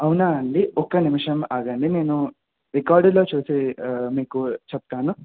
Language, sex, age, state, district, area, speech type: Telugu, male, 18-30, Telangana, Mahabubabad, urban, conversation